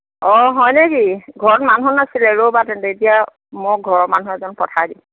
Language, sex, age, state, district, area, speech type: Assamese, female, 60+, Assam, Lakhimpur, rural, conversation